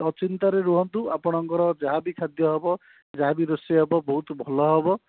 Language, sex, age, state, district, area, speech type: Odia, male, 18-30, Odisha, Dhenkanal, rural, conversation